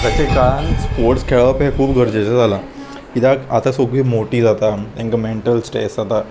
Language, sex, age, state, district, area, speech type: Goan Konkani, male, 18-30, Goa, Salcete, urban, spontaneous